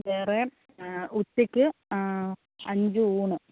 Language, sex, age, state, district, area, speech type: Malayalam, female, 45-60, Kerala, Alappuzha, rural, conversation